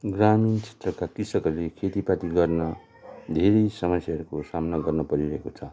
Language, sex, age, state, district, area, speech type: Nepali, male, 45-60, West Bengal, Darjeeling, rural, spontaneous